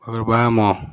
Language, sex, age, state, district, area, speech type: Odia, male, 18-30, Odisha, Subarnapur, urban, read